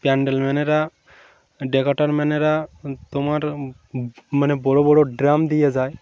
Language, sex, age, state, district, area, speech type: Bengali, male, 18-30, West Bengal, Uttar Dinajpur, urban, spontaneous